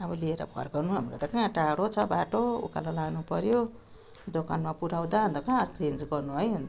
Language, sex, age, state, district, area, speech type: Nepali, female, 60+, West Bengal, Darjeeling, rural, spontaneous